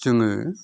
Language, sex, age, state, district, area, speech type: Bodo, male, 60+, Assam, Udalguri, urban, spontaneous